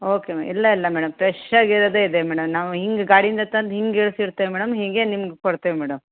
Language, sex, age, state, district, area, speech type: Kannada, female, 30-45, Karnataka, Uttara Kannada, rural, conversation